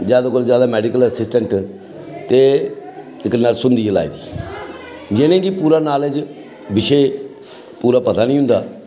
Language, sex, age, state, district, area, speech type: Dogri, male, 60+, Jammu and Kashmir, Samba, rural, spontaneous